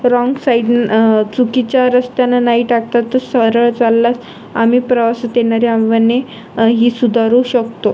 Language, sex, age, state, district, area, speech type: Marathi, female, 18-30, Maharashtra, Aurangabad, rural, spontaneous